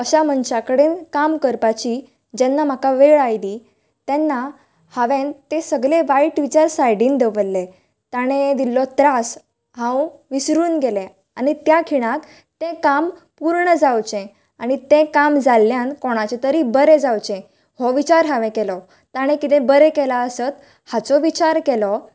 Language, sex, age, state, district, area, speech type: Goan Konkani, female, 18-30, Goa, Canacona, rural, spontaneous